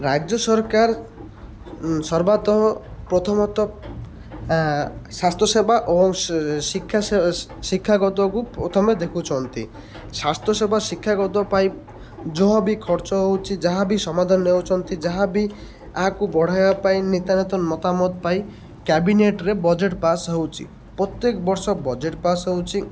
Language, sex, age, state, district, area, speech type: Odia, male, 30-45, Odisha, Malkangiri, urban, spontaneous